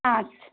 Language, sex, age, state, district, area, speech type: Bengali, female, 30-45, West Bengal, Howrah, urban, conversation